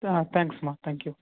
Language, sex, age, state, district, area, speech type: Tamil, female, 18-30, Tamil Nadu, Tiruvarur, rural, conversation